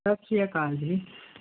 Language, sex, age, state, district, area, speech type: Punjabi, male, 18-30, Punjab, Kapurthala, urban, conversation